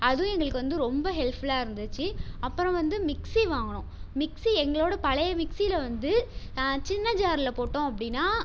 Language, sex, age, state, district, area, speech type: Tamil, female, 18-30, Tamil Nadu, Tiruchirappalli, rural, spontaneous